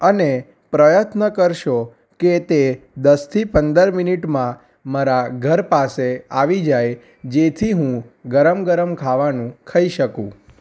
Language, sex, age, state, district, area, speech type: Gujarati, male, 18-30, Gujarat, Anand, urban, spontaneous